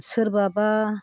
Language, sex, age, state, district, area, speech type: Bodo, female, 45-60, Assam, Chirang, rural, spontaneous